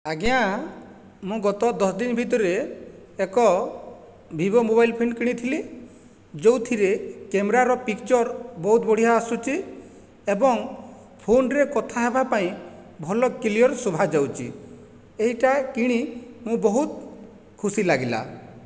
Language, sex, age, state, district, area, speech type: Odia, male, 45-60, Odisha, Jajpur, rural, spontaneous